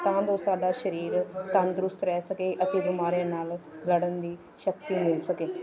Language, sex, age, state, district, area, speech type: Punjabi, female, 45-60, Punjab, Barnala, rural, spontaneous